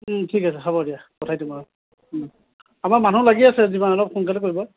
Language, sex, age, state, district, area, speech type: Assamese, male, 30-45, Assam, Kamrup Metropolitan, urban, conversation